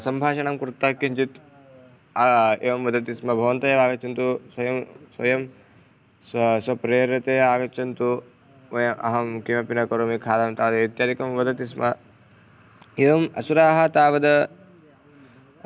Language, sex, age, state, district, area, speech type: Sanskrit, male, 18-30, Karnataka, Vijayapura, rural, spontaneous